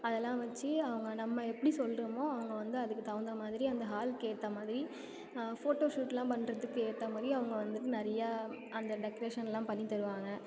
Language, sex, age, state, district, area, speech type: Tamil, female, 18-30, Tamil Nadu, Thanjavur, urban, spontaneous